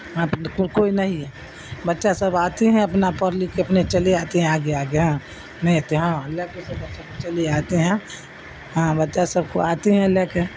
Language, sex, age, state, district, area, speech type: Urdu, female, 60+, Bihar, Darbhanga, rural, spontaneous